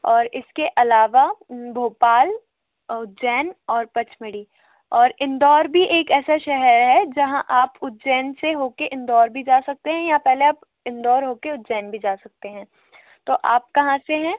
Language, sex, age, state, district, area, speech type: Hindi, female, 18-30, Madhya Pradesh, Bhopal, urban, conversation